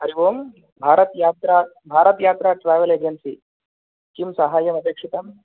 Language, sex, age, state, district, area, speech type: Sanskrit, male, 30-45, Telangana, Nizamabad, urban, conversation